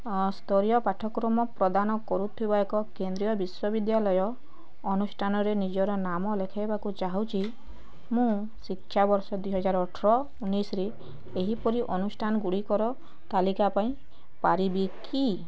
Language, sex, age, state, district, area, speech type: Odia, female, 18-30, Odisha, Bargarh, rural, read